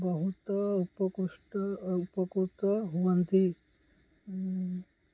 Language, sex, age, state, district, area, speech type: Odia, male, 18-30, Odisha, Ganjam, urban, spontaneous